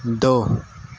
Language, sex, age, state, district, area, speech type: Urdu, male, 18-30, Uttar Pradesh, Gautam Buddha Nagar, urban, read